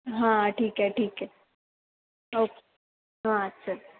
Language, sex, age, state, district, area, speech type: Marathi, female, 18-30, Maharashtra, Sindhudurg, urban, conversation